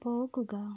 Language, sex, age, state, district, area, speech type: Malayalam, female, 45-60, Kerala, Wayanad, rural, read